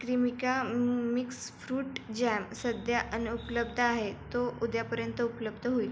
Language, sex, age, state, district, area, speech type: Marathi, female, 18-30, Maharashtra, Buldhana, rural, read